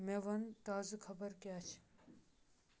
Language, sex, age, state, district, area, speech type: Kashmiri, male, 18-30, Jammu and Kashmir, Kupwara, rural, read